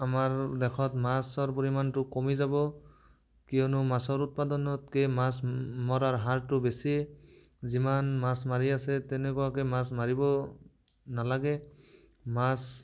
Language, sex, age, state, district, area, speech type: Assamese, male, 18-30, Assam, Barpeta, rural, spontaneous